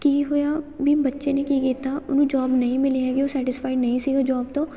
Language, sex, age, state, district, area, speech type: Punjabi, female, 18-30, Punjab, Fatehgarh Sahib, rural, spontaneous